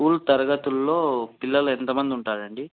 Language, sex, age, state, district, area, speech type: Telugu, male, 18-30, Andhra Pradesh, Anantapur, urban, conversation